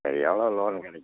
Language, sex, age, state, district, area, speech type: Tamil, male, 60+, Tamil Nadu, Namakkal, rural, conversation